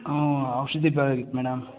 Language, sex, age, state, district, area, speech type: Kannada, male, 30-45, Karnataka, Chikkaballapur, rural, conversation